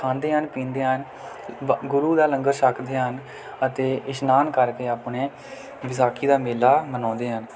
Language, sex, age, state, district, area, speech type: Punjabi, male, 18-30, Punjab, Kapurthala, rural, spontaneous